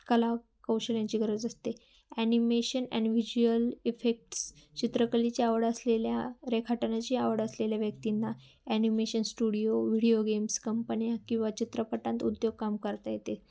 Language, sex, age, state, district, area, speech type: Marathi, female, 18-30, Maharashtra, Ahmednagar, rural, spontaneous